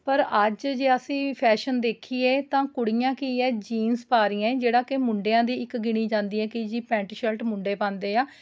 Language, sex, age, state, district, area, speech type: Punjabi, female, 30-45, Punjab, Rupnagar, urban, spontaneous